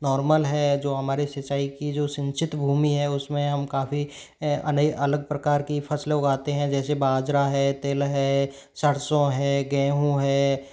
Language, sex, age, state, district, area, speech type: Hindi, male, 30-45, Rajasthan, Karauli, rural, spontaneous